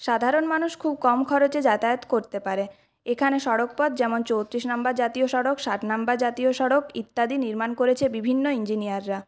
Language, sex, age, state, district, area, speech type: Bengali, female, 30-45, West Bengal, Purulia, urban, spontaneous